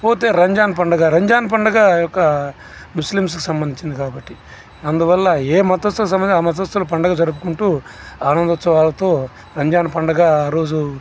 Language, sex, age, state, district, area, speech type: Telugu, male, 45-60, Andhra Pradesh, Nellore, urban, spontaneous